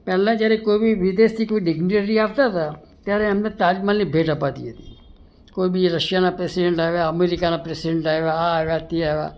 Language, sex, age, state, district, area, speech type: Gujarati, male, 60+, Gujarat, Surat, urban, spontaneous